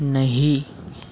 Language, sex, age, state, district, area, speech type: Hindi, male, 18-30, Madhya Pradesh, Harda, rural, read